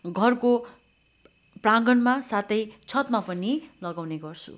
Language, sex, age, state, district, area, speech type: Nepali, female, 45-60, West Bengal, Darjeeling, rural, spontaneous